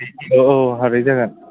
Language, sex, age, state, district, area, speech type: Bodo, male, 18-30, Assam, Udalguri, urban, conversation